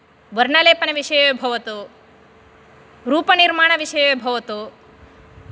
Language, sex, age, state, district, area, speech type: Sanskrit, female, 30-45, Karnataka, Dakshina Kannada, rural, spontaneous